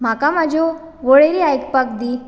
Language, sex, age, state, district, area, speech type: Goan Konkani, female, 18-30, Goa, Bardez, urban, read